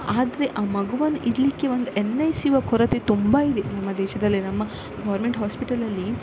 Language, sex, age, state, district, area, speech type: Kannada, female, 18-30, Karnataka, Udupi, rural, spontaneous